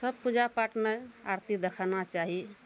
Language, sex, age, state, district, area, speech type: Maithili, female, 45-60, Bihar, Araria, rural, spontaneous